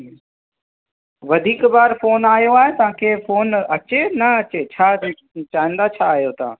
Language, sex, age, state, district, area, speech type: Sindhi, male, 30-45, Uttar Pradesh, Lucknow, urban, conversation